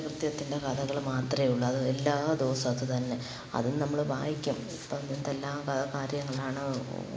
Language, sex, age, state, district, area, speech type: Malayalam, female, 45-60, Kerala, Alappuzha, rural, spontaneous